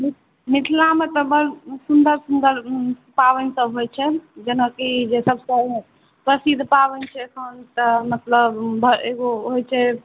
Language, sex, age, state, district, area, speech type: Maithili, female, 18-30, Bihar, Saharsa, urban, conversation